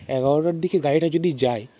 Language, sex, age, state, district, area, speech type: Bengali, male, 18-30, West Bengal, North 24 Parganas, urban, spontaneous